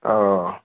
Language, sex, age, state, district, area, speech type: Maithili, male, 60+, Bihar, Araria, rural, conversation